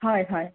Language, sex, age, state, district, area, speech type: Assamese, female, 30-45, Assam, Sonitpur, rural, conversation